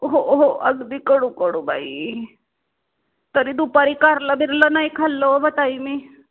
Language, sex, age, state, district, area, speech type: Marathi, female, 45-60, Maharashtra, Pune, urban, conversation